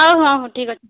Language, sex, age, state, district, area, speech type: Odia, female, 18-30, Odisha, Malkangiri, urban, conversation